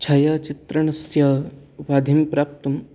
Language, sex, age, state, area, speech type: Sanskrit, male, 18-30, Haryana, urban, spontaneous